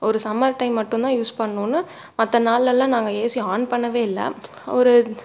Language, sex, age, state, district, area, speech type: Tamil, female, 18-30, Tamil Nadu, Tiruppur, urban, spontaneous